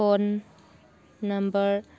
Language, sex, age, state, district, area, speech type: Manipuri, female, 45-60, Manipur, Churachandpur, urban, read